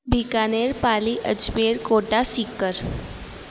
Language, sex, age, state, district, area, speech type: Sindhi, female, 18-30, Rajasthan, Ajmer, urban, spontaneous